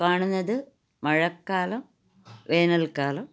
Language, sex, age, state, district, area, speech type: Malayalam, female, 60+, Kerala, Kasaragod, rural, spontaneous